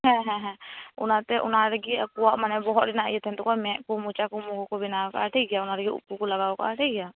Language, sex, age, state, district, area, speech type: Santali, female, 18-30, West Bengal, Paschim Bardhaman, rural, conversation